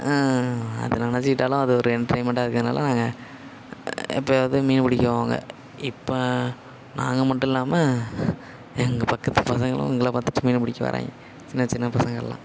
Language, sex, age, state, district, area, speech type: Tamil, male, 18-30, Tamil Nadu, Nagapattinam, rural, spontaneous